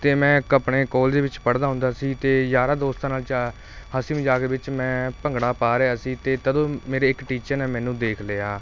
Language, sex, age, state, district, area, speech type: Punjabi, male, 30-45, Punjab, Kapurthala, urban, spontaneous